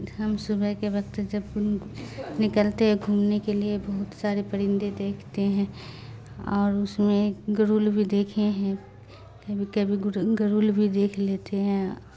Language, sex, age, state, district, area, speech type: Urdu, female, 45-60, Bihar, Darbhanga, rural, spontaneous